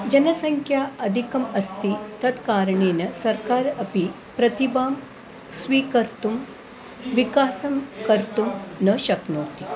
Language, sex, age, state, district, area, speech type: Sanskrit, female, 45-60, Tamil Nadu, Thanjavur, urban, spontaneous